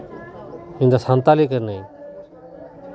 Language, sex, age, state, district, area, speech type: Santali, male, 45-60, West Bengal, Paschim Bardhaman, urban, spontaneous